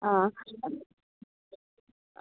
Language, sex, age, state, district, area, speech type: Dogri, female, 30-45, Jammu and Kashmir, Udhampur, rural, conversation